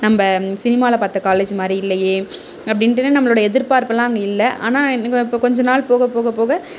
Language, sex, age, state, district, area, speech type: Tamil, female, 30-45, Tamil Nadu, Tiruvarur, urban, spontaneous